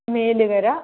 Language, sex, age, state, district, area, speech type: Malayalam, female, 30-45, Kerala, Pathanamthitta, rural, conversation